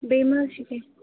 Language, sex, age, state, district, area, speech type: Kashmiri, female, 30-45, Jammu and Kashmir, Bandipora, rural, conversation